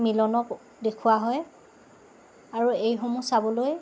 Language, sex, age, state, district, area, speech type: Assamese, female, 30-45, Assam, Lakhimpur, rural, spontaneous